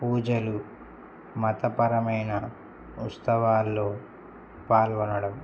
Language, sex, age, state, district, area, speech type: Telugu, male, 18-30, Telangana, Medak, rural, spontaneous